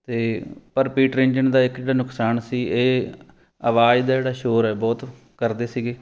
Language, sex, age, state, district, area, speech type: Punjabi, male, 45-60, Punjab, Fatehgarh Sahib, urban, spontaneous